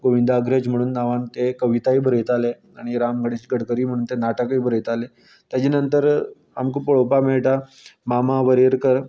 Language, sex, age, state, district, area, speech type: Goan Konkani, male, 30-45, Goa, Canacona, rural, spontaneous